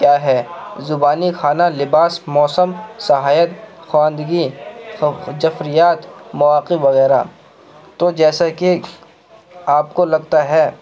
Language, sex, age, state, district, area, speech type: Urdu, male, 45-60, Uttar Pradesh, Gautam Buddha Nagar, urban, spontaneous